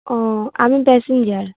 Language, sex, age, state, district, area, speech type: Bengali, female, 18-30, West Bengal, Darjeeling, urban, conversation